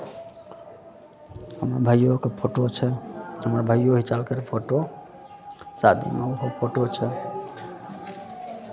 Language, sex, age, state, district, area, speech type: Maithili, male, 45-60, Bihar, Madhepura, rural, spontaneous